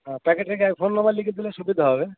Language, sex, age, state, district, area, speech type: Bengali, male, 18-30, West Bengal, Cooch Behar, urban, conversation